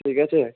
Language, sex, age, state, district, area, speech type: Bengali, male, 18-30, West Bengal, Malda, rural, conversation